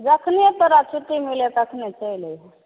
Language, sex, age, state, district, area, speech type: Maithili, female, 45-60, Bihar, Begusarai, rural, conversation